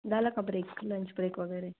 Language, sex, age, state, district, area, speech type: Marathi, female, 18-30, Maharashtra, Nashik, urban, conversation